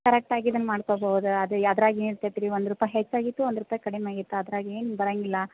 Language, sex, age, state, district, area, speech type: Kannada, female, 30-45, Karnataka, Gadag, rural, conversation